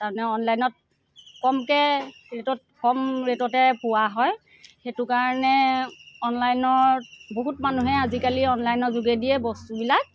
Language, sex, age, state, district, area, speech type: Assamese, female, 45-60, Assam, Sivasagar, urban, spontaneous